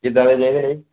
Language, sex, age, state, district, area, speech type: Punjabi, male, 45-60, Punjab, Barnala, rural, conversation